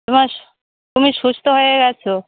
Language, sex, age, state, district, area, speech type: Bengali, female, 30-45, West Bengal, Darjeeling, urban, conversation